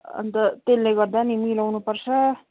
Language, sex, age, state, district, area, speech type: Nepali, female, 30-45, West Bengal, Darjeeling, rural, conversation